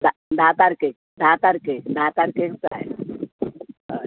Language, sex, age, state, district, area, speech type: Goan Konkani, female, 60+, Goa, Bardez, urban, conversation